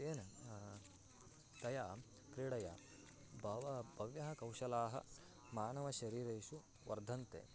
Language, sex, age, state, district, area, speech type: Sanskrit, male, 18-30, Karnataka, Bagalkot, rural, spontaneous